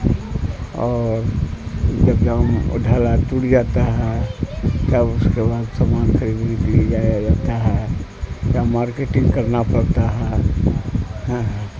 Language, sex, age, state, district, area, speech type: Urdu, male, 60+, Bihar, Supaul, rural, spontaneous